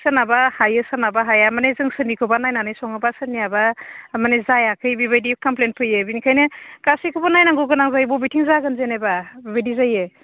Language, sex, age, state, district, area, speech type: Bodo, female, 30-45, Assam, Udalguri, urban, conversation